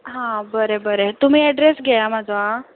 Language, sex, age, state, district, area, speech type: Goan Konkani, female, 45-60, Goa, Ponda, rural, conversation